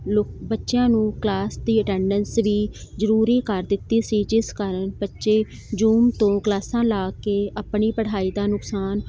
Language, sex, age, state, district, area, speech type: Punjabi, female, 45-60, Punjab, Jalandhar, urban, spontaneous